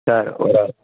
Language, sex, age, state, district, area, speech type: Tamil, male, 18-30, Tamil Nadu, Tiruppur, rural, conversation